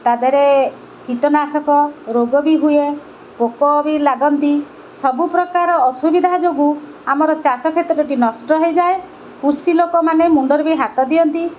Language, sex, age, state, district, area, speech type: Odia, female, 60+, Odisha, Kendrapara, urban, spontaneous